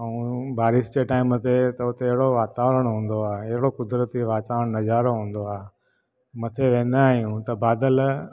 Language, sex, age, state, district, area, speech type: Sindhi, male, 45-60, Gujarat, Junagadh, urban, spontaneous